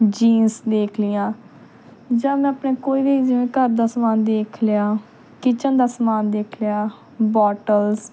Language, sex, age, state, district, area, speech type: Punjabi, female, 18-30, Punjab, Tarn Taran, urban, spontaneous